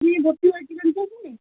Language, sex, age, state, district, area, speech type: Bengali, female, 30-45, West Bengal, Howrah, urban, conversation